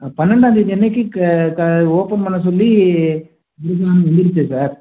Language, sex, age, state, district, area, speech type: Tamil, male, 18-30, Tamil Nadu, Pudukkottai, rural, conversation